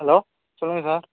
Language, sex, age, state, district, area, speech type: Tamil, male, 18-30, Tamil Nadu, Nagapattinam, rural, conversation